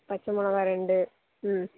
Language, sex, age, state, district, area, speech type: Tamil, female, 18-30, Tamil Nadu, Nagapattinam, urban, conversation